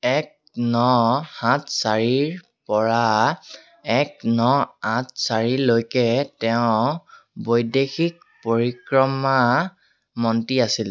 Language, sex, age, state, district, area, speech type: Assamese, male, 18-30, Assam, Sivasagar, rural, read